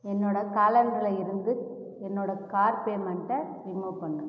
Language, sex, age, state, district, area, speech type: Tamil, female, 18-30, Tamil Nadu, Cuddalore, rural, read